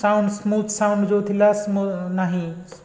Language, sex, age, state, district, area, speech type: Odia, male, 45-60, Odisha, Puri, urban, spontaneous